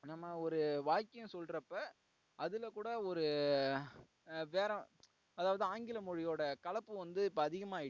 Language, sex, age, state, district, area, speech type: Tamil, male, 18-30, Tamil Nadu, Tiruvarur, urban, spontaneous